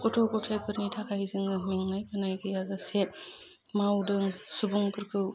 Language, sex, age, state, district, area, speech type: Bodo, female, 30-45, Assam, Udalguri, urban, spontaneous